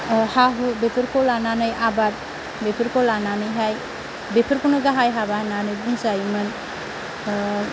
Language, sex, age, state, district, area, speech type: Bodo, female, 30-45, Assam, Kokrajhar, rural, spontaneous